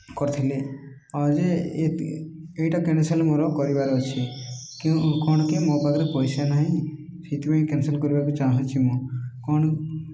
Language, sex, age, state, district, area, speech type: Odia, male, 30-45, Odisha, Koraput, urban, spontaneous